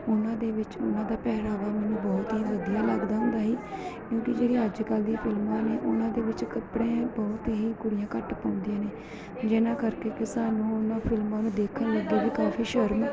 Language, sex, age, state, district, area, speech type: Punjabi, female, 30-45, Punjab, Gurdaspur, urban, spontaneous